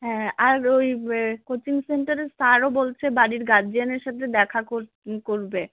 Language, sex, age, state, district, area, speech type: Bengali, female, 18-30, West Bengal, Alipurduar, rural, conversation